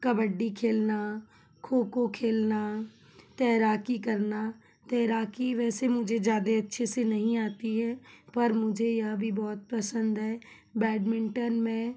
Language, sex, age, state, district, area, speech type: Hindi, female, 30-45, Madhya Pradesh, Betul, urban, spontaneous